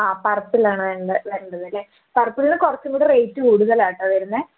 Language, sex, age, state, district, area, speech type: Malayalam, female, 18-30, Kerala, Wayanad, rural, conversation